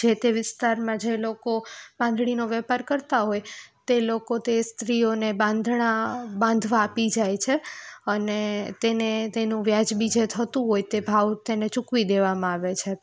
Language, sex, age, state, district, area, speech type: Gujarati, female, 18-30, Gujarat, Rajkot, rural, spontaneous